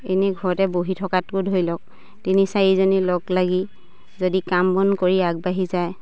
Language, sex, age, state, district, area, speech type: Assamese, female, 30-45, Assam, Dibrugarh, rural, spontaneous